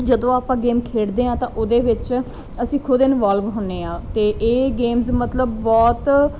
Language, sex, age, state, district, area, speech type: Punjabi, female, 18-30, Punjab, Muktsar, urban, spontaneous